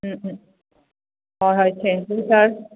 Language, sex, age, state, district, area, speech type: Manipuri, female, 45-60, Manipur, Kakching, rural, conversation